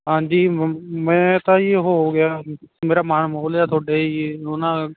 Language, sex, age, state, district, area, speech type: Punjabi, male, 18-30, Punjab, Ludhiana, rural, conversation